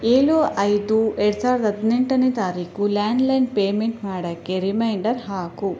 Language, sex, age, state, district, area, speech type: Kannada, female, 18-30, Karnataka, Kolar, rural, read